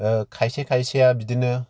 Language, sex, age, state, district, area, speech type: Bodo, male, 30-45, Assam, Kokrajhar, rural, spontaneous